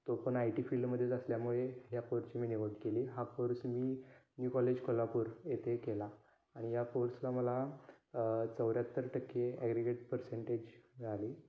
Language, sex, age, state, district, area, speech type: Marathi, male, 18-30, Maharashtra, Kolhapur, rural, spontaneous